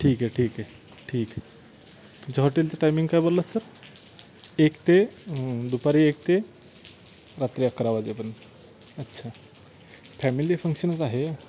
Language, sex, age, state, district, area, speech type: Marathi, male, 18-30, Maharashtra, Satara, rural, spontaneous